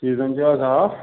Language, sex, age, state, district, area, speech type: Kashmiri, male, 30-45, Jammu and Kashmir, Pulwama, rural, conversation